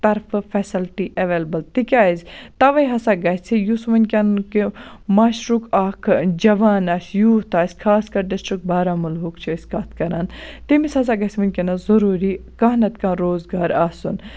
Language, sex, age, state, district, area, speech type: Kashmiri, female, 18-30, Jammu and Kashmir, Baramulla, rural, spontaneous